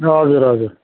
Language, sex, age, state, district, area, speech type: Nepali, male, 60+, West Bengal, Kalimpong, rural, conversation